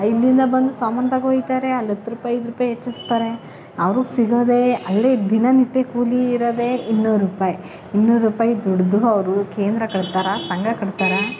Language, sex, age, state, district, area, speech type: Kannada, female, 18-30, Karnataka, Chamarajanagar, rural, spontaneous